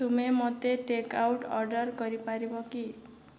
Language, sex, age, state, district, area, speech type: Odia, female, 30-45, Odisha, Boudh, rural, read